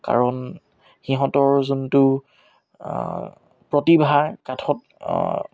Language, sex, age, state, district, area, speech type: Assamese, male, 18-30, Assam, Tinsukia, rural, spontaneous